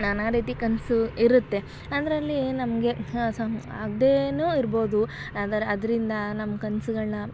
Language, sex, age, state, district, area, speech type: Kannada, female, 18-30, Karnataka, Mysore, urban, spontaneous